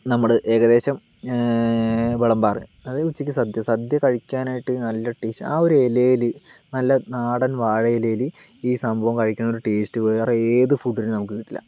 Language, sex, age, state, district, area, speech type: Malayalam, male, 18-30, Kerala, Palakkad, rural, spontaneous